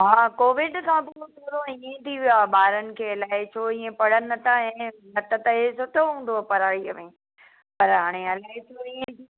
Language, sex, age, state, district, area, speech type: Sindhi, female, 60+, Maharashtra, Thane, urban, conversation